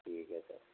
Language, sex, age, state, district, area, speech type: Hindi, male, 18-30, Rajasthan, Karauli, rural, conversation